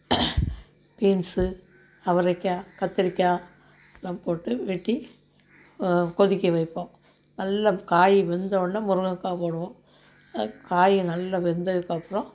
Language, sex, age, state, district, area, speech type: Tamil, female, 60+, Tamil Nadu, Thoothukudi, rural, spontaneous